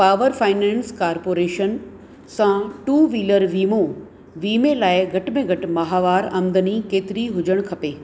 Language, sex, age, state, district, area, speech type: Sindhi, female, 60+, Rajasthan, Ajmer, urban, read